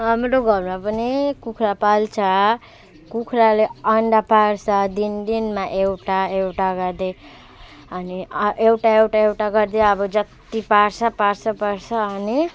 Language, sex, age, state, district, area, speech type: Nepali, female, 18-30, West Bengal, Alipurduar, urban, spontaneous